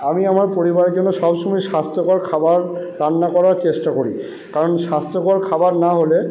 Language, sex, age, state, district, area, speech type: Bengali, male, 30-45, West Bengal, Purba Bardhaman, urban, spontaneous